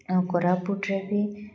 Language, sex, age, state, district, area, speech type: Odia, female, 30-45, Odisha, Koraput, urban, spontaneous